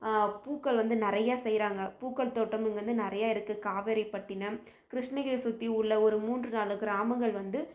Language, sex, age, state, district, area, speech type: Tamil, female, 18-30, Tamil Nadu, Krishnagiri, rural, spontaneous